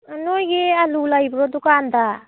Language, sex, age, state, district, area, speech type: Manipuri, female, 30-45, Manipur, Tengnoupal, rural, conversation